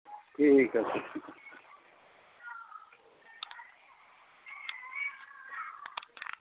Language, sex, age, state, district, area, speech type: Bengali, male, 45-60, West Bengal, Howrah, urban, conversation